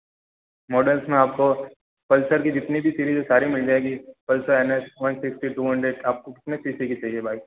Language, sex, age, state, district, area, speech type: Hindi, male, 18-30, Rajasthan, Jodhpur, urban, conversation